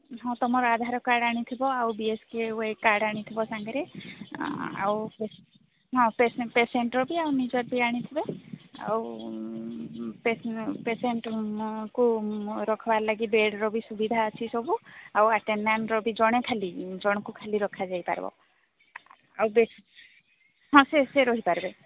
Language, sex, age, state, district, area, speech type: Odia, female, 45-60, Odisha, Sambalpur, rural, conversation